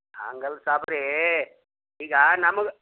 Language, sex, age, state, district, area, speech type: Kannada, male, 60+, Karnataka, Bidar, rural, conversation